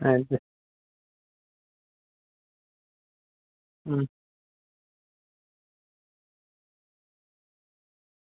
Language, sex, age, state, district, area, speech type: Gujarati, male, 18-30, Gujarat, Surat, urban, conversation